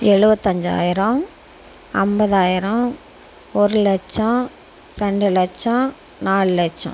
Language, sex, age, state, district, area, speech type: Tamil, female, 45-60, Tamil Nadu, Tiruchirappalli, rural, spontaneous